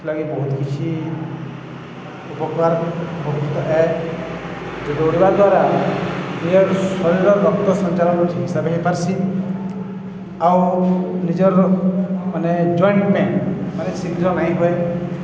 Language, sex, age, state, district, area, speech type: Odia, male, 30-45, Odisha, Balangir, urban, spontaneous